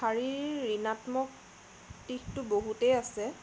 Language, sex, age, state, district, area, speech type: Assamese, female, 30-45, Assam, Sonitpur, rural, spontaneous